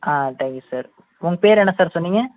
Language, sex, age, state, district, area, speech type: Tamil, male, 18-30, Tamil Nadu, Ariyalur, rural, conversation